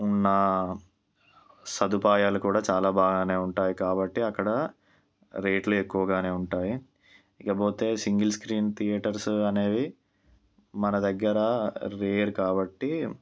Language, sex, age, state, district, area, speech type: Telugu, male, 18-30, Telangana, Ranga Reddy, rural, spontaneous